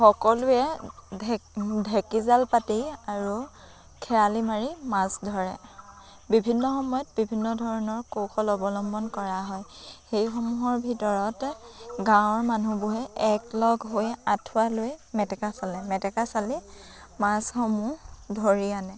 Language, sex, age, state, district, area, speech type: Assamese, female, 18-30, Assam, Dhemaji, rural, spontaneous